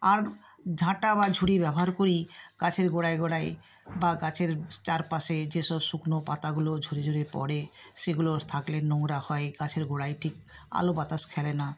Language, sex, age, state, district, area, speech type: Bengali, female, 60+, West Bengal, Nadia, rural, spontaneous